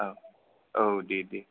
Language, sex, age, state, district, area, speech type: Bodo, male, 18-30, Assam, Chirang, rural, conversation